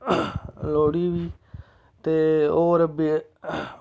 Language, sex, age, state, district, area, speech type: Dogri, male, 30-45, Jammu and Kashmir, Samba, rural, spontaneous